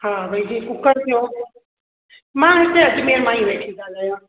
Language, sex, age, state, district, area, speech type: Sindhi, female, 30-45, Rajasthan, Ajmer, rural, conversation